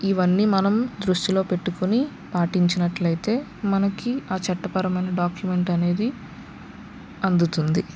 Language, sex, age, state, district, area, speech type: Telugu, female, 45-60, Andhra Pradesh, West Godavari, rural, spontaneous